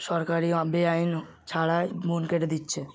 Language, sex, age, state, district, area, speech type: Bengali, male, 18-30, West Bengal, Hooghly, urban, spontaneous